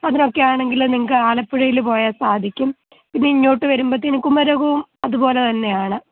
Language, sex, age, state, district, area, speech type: Malayalam, female, 18-30, Kerala, Kottayam, rural, conversation